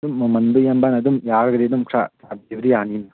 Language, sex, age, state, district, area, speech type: Manipuri, male, 18-30, Manipur, Chandel, rural, conversation